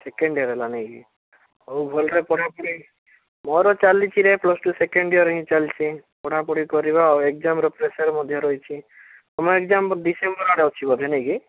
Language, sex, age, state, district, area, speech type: Odia, male, 18-30, Odisha, Bhadrak, rural, conversation